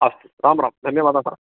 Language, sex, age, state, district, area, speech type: Sanskrit, male, 45-60, Karnataka, Bangalore Urban, urban, conversation